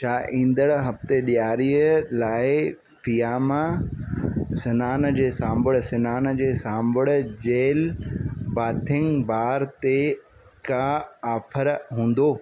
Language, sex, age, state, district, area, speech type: Sindhi, male, 45-60, Madhya Pradesh, Katni, urban, read